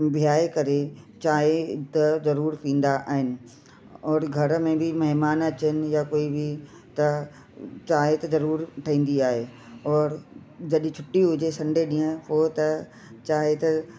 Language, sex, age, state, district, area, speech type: Sindhi, female, 45-60, Delhi, South Delhi, urban, spontaneous